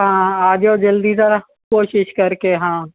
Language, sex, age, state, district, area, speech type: Urdu, female, 60+, Uttar Pradesh, Rampur, urban, conversation